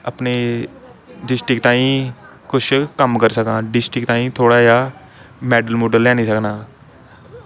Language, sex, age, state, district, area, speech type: Dogri, male, 18-30, Jammu and Kashmir, Samba, urban, spontaneous